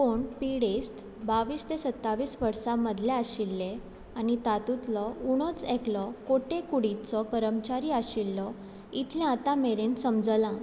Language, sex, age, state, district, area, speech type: Goan Konkani, female, 18-30, Goa, Quepem, rural, read